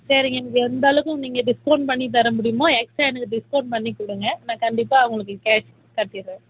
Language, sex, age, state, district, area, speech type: Tamil, female, 18-30, Tamil Nadu, Vellore, urban, conversation